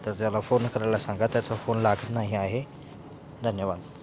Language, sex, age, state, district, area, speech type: Marathi, male, 18-30, Maharashtra, Thane, urban, spontaneous